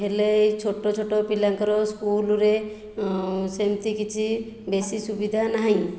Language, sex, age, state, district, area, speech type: Odia, female, 60+, Odisha, Khordha, rural, spontaneous